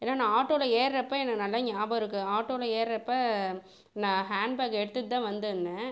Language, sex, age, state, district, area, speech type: Tamil, female, 45-60, Tamil Nadu, Viluppuram, urban, spontaneous